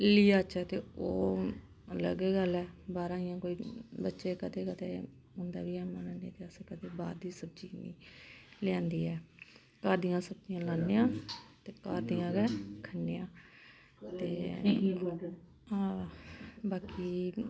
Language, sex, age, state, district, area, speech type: Dogri, female, 30-45, Jammu and Kashmir, Samba, urban, spontaneous